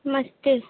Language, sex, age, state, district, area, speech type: Hindi, female, 45-60, Uttar Pradesh, Lucknow, rural, conversation